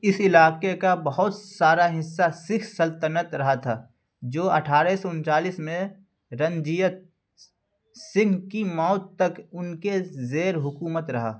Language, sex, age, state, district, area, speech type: Urdu, male, 30-45, Bihar, Khagaria, rural, read